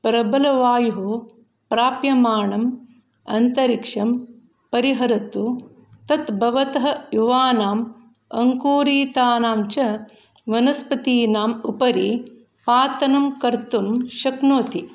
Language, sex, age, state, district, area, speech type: Sanskrit, female, 45-60, Karnataka, Shimoga, rural, spontaneous